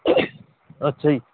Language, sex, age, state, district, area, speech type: Punjabi, male, 30-45, Punjab, Barnala, rural, conversation